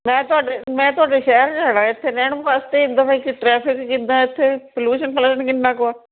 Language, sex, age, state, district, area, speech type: Punjabi, female, 45-60, Punjab, Shaheed Bhagat Singh Nagar, urban, conversation